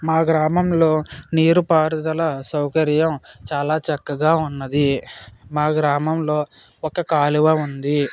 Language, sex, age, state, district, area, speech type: Telugu, male, 30-45, Andhra Pradesh, Kakinada, rural, spontaneous